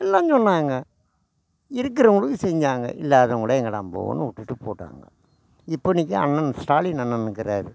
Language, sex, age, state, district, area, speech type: Tamil, male, 60+, Tamil Nadu, Tiruvannamalai, rural, spontaneous